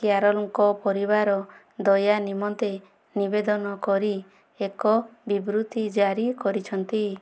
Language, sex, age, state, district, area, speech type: Odia, female, 30-45, Odisha, Kandhamal, rural, read